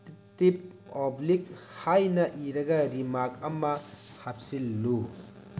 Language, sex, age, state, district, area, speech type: Manipuri, male, 30-45, Manipur, Thoubal, rural, read